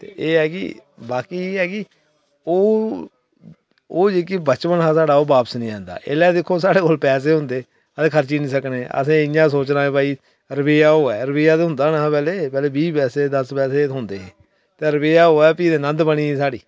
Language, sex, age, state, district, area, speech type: Dogri, male, 30-45, Jammu and Kashmir, Samba, rural, spontaneous